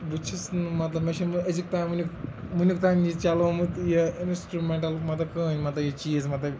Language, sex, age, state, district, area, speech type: Kashmiri, male, 18-30, Jammu and Kashmir, Ganderbal, rural, spontaneous